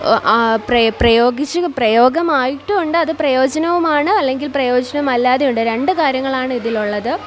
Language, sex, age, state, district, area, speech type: Malayalam, female, 18-30, Kerala, Kollam, rural, spontaneous